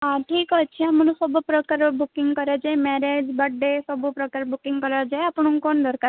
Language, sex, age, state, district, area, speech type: Odia, female, 18-30, Odisha, Koraput, urban, conversation